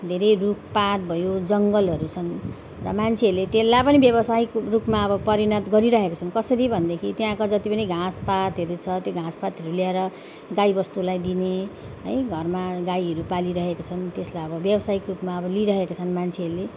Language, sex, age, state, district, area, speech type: Nepali, female, 30-45, West Bengal, Jalpaiguri, urban, spontaneous